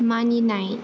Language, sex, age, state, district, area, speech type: Bodo, female, 18-30, Assam, Kokrajhar, rural, read